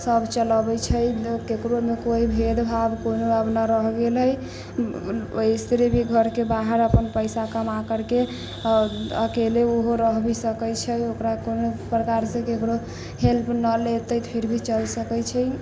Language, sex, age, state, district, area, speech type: Maithili, female, 30-45, Bihar, Sitamarhi, rural, spontaneous